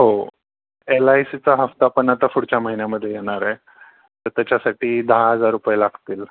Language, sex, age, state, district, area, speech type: Marathi, male, 45-60, Maharashtra, Thane, rural, conversation